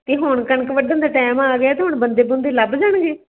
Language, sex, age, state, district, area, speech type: Punjabi, female, 45-60, Punjab, Patiala, rural, conversation